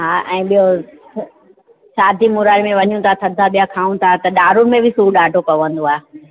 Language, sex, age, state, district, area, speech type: Sindhi, female, 30-45, Gujarat, Junagadh, urban, conversation